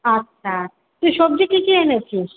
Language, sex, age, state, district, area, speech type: Bengali, female, 30-45, West Bengal, Kolkata, urban, conversation